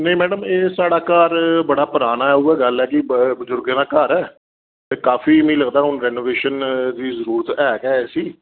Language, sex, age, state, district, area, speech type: Dogri, male, 30-45, Jammu and Kashmir, Reasi, urban, conversation